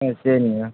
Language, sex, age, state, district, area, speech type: Tamil, male, 18-30, Tamil Nadu, Tiruvarur, urban, conversation